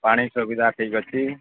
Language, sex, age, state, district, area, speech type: Odia, male, 45-60, Odisha, Sambalpur, rural, conversation